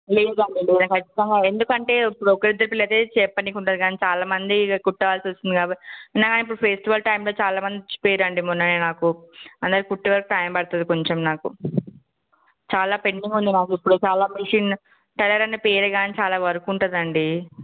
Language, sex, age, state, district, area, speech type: Telugu, female, 18-30, Telangana, Nalgonda, urban, conversation